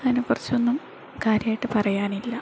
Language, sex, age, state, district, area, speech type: Malayalam, female, 18-30, Kerala, Wayanad, rural, spontaneous